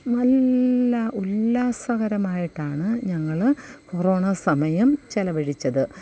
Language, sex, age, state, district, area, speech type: Malayalam, female, 45-60, Kerala, Kollam, rural, spontaneous